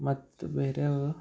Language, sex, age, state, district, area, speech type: Kannada, male, 30-45, Karnataka, Bidar, urban, spontaneous